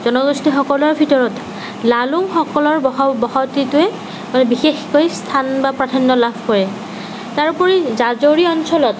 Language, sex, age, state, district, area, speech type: Assamese, female, 30-45, Assam, Nagaon, rural, spontaneous